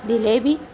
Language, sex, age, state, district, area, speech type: Malayalam, female, 45-60, Kerala, Kottayam, urban, spontaneous